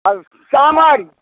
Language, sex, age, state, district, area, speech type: Maithili, male, 60+, Bihar, Muzaffarpur, rural, conversation